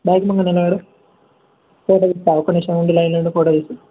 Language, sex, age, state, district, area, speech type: Telugu, male, 18-30, Telangana, Adilabad, urban, conversation